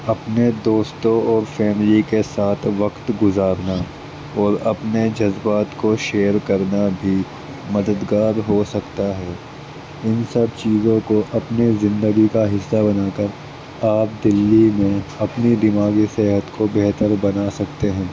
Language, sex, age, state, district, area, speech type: Urdu, male, 18-30, Delhi, East Delhi, urban, spontaneous